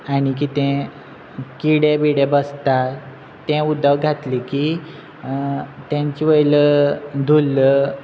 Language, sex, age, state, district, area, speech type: Goan Konkani, male, 18-30, Goa, Quepem, rural, spontaneous